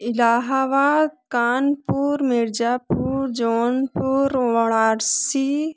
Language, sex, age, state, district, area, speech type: Hindi, female, 18-30, Uttar Pradesh, Prayagraj, rural, spontaneous